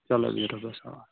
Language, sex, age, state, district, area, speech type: Kashmiri, male, 18-30, Jammu and Kashmir, Shopian, urban, conversation